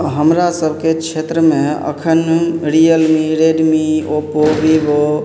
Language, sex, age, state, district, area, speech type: Maithili, male, 30-45, Bihar, Madhubani, rural, spontaneous